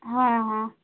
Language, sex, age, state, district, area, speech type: Odia, female, 18-30, Odisha, Subarnapur, urban, conversation